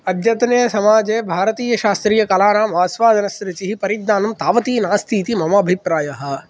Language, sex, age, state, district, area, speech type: Sanskrit, male, 18-30, Andhra Pradesh, Kadapa, rural, spontaneous